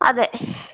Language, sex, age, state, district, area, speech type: Malayalam, female, 18-30, Kerala, Wayanad, rural, conversation